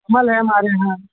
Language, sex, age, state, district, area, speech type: Urdu, male, 30-45, Uttar Pradesh, Lucknow, rural, conversation